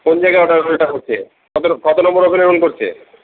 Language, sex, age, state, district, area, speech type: Bengali, male, 45-60, West Bengal, Paschim Bardhaman, urban, conversation